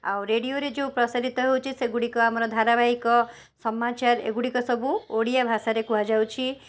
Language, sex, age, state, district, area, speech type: Odia, female, 30-45, Odisha, Cuttack, urban, spontaneous